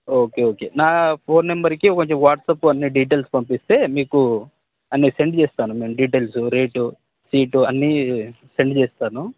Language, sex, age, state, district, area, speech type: Telugu, male, 30-45, Telangana, Khammam, urban, conversation